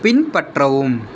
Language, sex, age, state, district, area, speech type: Tamil, male, 30-45, Tamil Nadu, Dharmapuri, rural, read